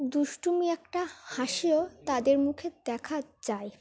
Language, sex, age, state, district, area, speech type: Bengali, female, 18-30, West Bengal, Dakshin Dinajpur, urban, spontaneous